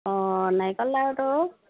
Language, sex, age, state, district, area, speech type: Assamese, female, 45-60, Assam, Dibrugarh, rural, conversation